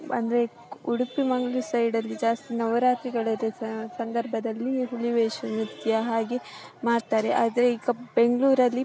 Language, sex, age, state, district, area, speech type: Kannada, female, 18-30, Karnataka, Udupi, rural, spontaneous